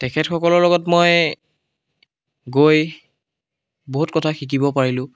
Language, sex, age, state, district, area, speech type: Assamese, male, 18-30, Assam, Biswanath, rural, spontaneous